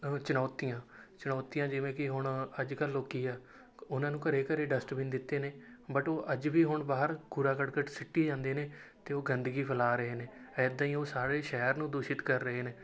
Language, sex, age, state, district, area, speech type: Punjabi, male, 18-30, Punjab, Rupnagar, rural, spontaneous